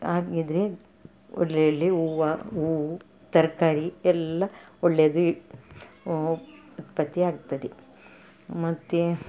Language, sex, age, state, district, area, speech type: Kannada, female, 45-60, Karnataka, Udupi, rural, spontaneous